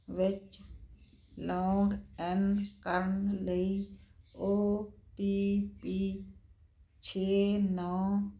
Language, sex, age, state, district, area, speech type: Punjabi, female, 60+, Punjab, Muktsar, urban, read